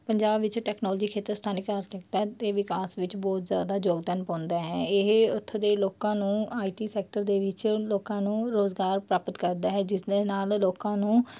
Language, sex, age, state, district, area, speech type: Punjabi, female, 18-30, Punjab, Mansa, urban, spontaneous